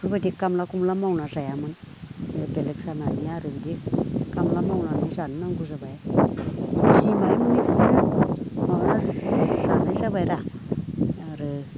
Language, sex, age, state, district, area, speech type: Bodo, female, 60+, Assam, Udalguri, rural, spontaneous